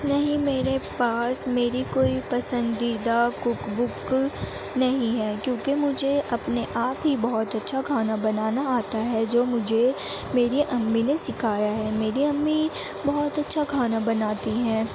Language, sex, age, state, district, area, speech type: Urdu, female, 30-45, Delhi, Central Delhi, urban, spontaneous